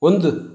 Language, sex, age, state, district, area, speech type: Kannada, male, 60+, Karnataka, Bangalore Rural, rural, read